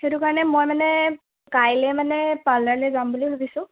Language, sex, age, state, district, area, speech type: Assamese, female, 18-30, Assam, Sivasagar, rural, conversation